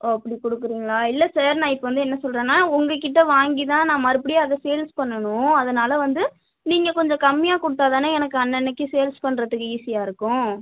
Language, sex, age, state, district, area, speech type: Tamil, female, 30-45, Tamil Nadu, Tiruvarur, rural, conversation